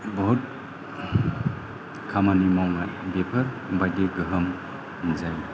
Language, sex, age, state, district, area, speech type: Bodo, male, 45-60, Assam, Kokrajhar, rural, spontaneous